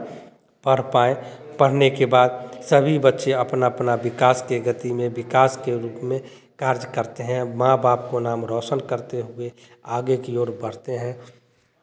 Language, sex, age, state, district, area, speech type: Hindi, male, 45-60, Bihar, Samastipur, urban, spontaneous